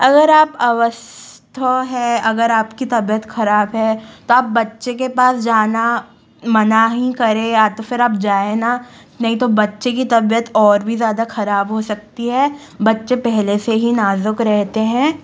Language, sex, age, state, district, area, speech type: Hindi, female, 18-30, Madhya Pradesh, Jabalpur, urban, spontaneous